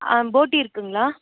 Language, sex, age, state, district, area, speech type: Tamil, female, 18-30, Tamil Nadu, Perambalur, rural, conversation